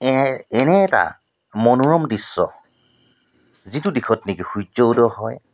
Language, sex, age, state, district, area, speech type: Assamese, male, 45-60, Assam, Tinsukia, urban, spontaneous